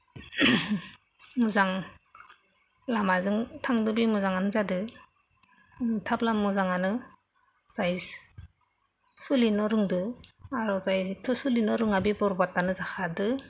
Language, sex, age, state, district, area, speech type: Bodo, female, 30-45, Assam, Goalpara, rural, spontaneous